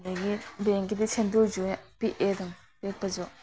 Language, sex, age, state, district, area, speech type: Manipuri, female, 30-45, Manipur, Imphal East, rural, spontaneous